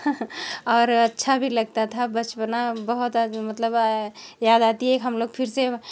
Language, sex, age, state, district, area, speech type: Hindi, female, 45-60, Uttar Pradesh, Jaunpur, rural, spontaneous